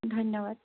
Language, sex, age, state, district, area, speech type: Assamese, female, 18-30, Assam, Sonitpur, rural, conversation